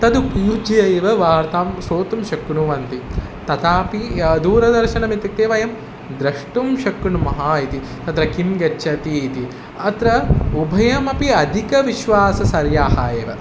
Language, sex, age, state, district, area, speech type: Sanskrit, male, 18-30, Telangana, Hyderabad, urban, spontaneous